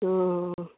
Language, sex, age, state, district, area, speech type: Maithili, female, 18-30, Bihar, Saharsa, rural, conversation